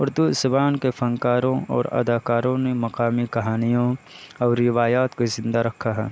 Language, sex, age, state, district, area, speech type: Urdu, male, 18-30, Uttar Pradesh, Balrampur, rural, spontaneous